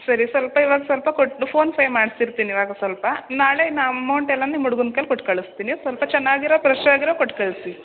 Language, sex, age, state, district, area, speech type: Kannada, female, 18-30, Karnataka, Mandya, rural, conversation